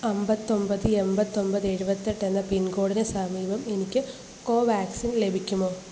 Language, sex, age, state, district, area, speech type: Malayalam, female, 18-30, Kerala, Alappuzha, rural, read